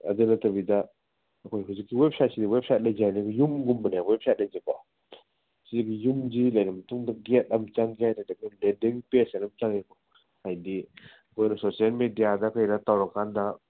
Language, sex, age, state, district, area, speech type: Manipuri, male, 30-45, Manipur, Senapati, rural, conversation